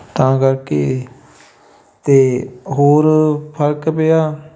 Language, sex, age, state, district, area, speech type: Punjabi, male, 18-30, Punjab, Fatehgarh Sahib, rural, spontaneous